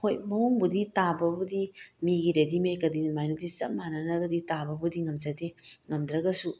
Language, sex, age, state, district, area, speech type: Manipuri, female, 45-60, Manipur, Bishnupur, rural, spontaneous